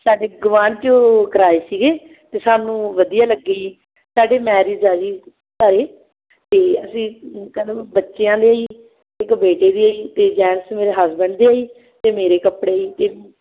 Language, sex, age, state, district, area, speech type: Punjabi, female, 30-45, Punjab, Barnala, rural, conversation